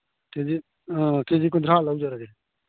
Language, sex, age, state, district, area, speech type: Manipuri, male, 18-30, Manipur, Churachandpur, rural, conversation